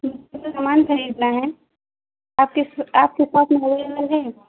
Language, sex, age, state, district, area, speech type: Urdu, female, 18-30, Bihar, Khagaria, rural, conversation